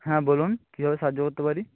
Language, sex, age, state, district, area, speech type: Bengali, male, 18-30, West Bengal, North 24 Parganas, rural, conversation